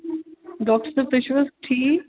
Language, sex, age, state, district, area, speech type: Kashmiri, female, 30-45, Jammu and Kashmir, Srinagar, urban, conversation